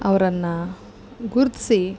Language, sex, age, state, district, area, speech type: Kannada, female, 45-60, Karnataka, Mysore, urban, spontaneous